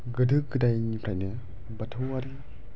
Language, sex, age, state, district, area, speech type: Bodo, male, 18-30, Assam, Chirang, rural, spontaneous